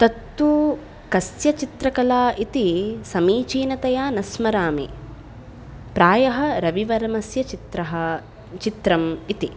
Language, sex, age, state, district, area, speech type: Sanskrit, female, 18-30, Karnataka, Udupi, urban, spontaneous